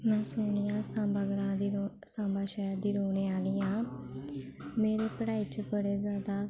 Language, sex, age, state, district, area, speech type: Dogri, female, 18-30, Jammu and Kashmir, Samba, rural, spontaneous